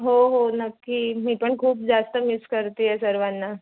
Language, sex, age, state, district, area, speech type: Marathi, female, 18-30, Maharashtra, Raigad, rural, conversation